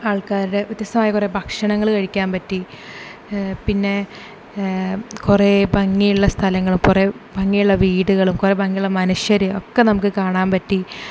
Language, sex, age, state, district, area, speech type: Malayalam, female, 18-30, Kerala, Thrissur, urban, spontaneous